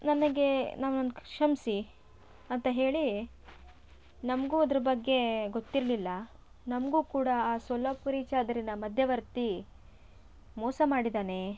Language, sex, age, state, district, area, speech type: Kannada, female, 30-45, Karnataka, Shimoga, rural, spontaneous